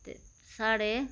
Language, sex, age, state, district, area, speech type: Dogri, female, 30-45, Jammu and Kashmir, Reasi, rural, spontaneous